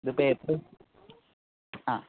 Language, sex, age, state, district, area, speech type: Malayalam, male, 18-30, Kerala, Palakkad, rural, conversation